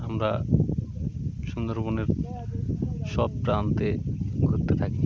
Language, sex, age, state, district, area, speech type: Bengali, male, 30-45, West Bengal, Birbhum, urban, spontaneous